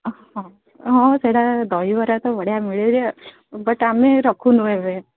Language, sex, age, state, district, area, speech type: Odia, female, 45-60, Odisha, Sundergarh, rural, conversation